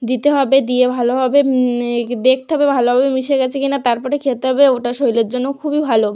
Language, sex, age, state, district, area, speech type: Bengali, female, 18-30, West Bengal, North 24 Parganas, rural, spontaneous